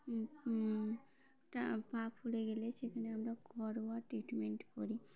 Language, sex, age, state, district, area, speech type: Bengali, female, 18-30, West Bengal, Birbhum, urban, spontaneous